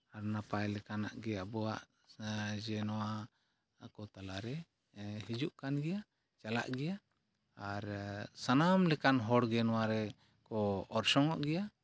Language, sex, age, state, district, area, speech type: Santali, male, 45-60, Jharkhand, East Singhbhum, rural, spontaneous